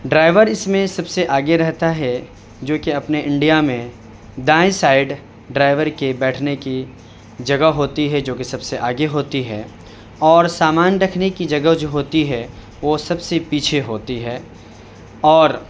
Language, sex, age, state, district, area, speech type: Urdu, male, 30-45, Bihar, Saharsa, urban, spontaneous